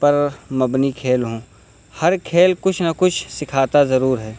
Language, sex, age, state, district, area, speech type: Urdu, male, 18-30, Uttar Pradesh, Balrampur, rural, spontaneous